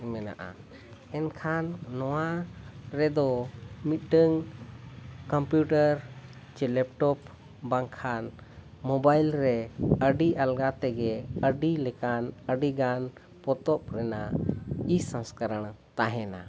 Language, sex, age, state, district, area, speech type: Santali, male, 30-45, Jharkhand, Seraikela Kharsawan, rural, spontaneous